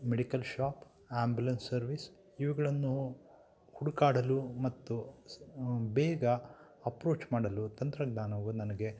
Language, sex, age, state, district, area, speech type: Kannada, male, 45-60, Karnataka, Kolar, urban, spontaneous